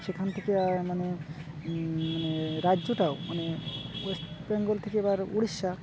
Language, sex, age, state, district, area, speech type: Bengali, male, 30-45, West Bengal, Uttar Dinajpur, urban, spontaneous